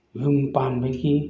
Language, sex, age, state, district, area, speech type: Manipuri, male, 45-60, Manipur, Bishnupur, rural, spontaneous